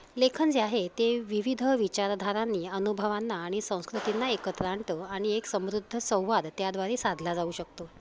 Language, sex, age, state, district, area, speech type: Marathi, female, 45-60, Maharashtra, Palghar, urban, spontaneous